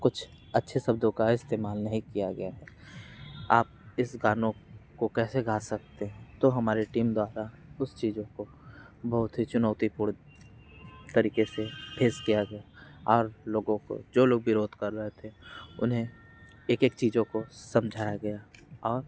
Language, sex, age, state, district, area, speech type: Hindi, male, 30-45, Uttar Pradesh, Mirzapur, urban, spontaneous